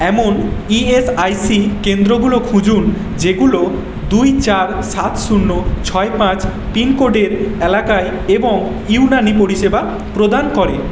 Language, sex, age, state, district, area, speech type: Bengali, male, 18-30, West Bengal, Paschim Medinipur, rural, read